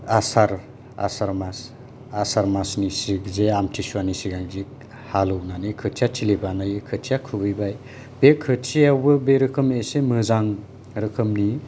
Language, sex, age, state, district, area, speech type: Bodo, male, 45-60, Assam, Kokrajhar, rural, spontaneous